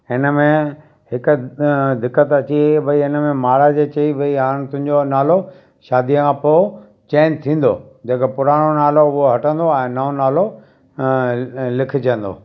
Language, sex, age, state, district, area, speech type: Sindhi, male, 45-60, Gujarat, Kutch, urban, spontaneous